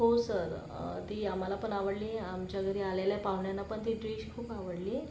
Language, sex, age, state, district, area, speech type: Marathi, female, 30-45, Maharashtra, Yavatmal, rural, spontaneous